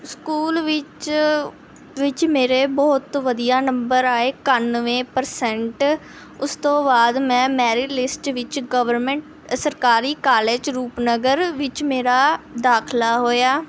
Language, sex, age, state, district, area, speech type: Punjabi, female, 18-30, Punjab, Rupnagar, rural, spontaneous